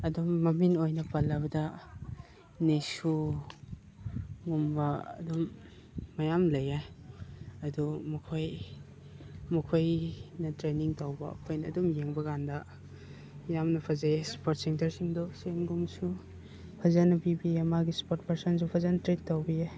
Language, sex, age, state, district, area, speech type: Manipuri, male, 30-45, Manipur, Chandel, rural, spontaneous